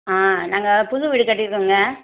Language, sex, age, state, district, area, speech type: Tamil, female, 45-60, Tamil Nadu, Madurai, urban, conversation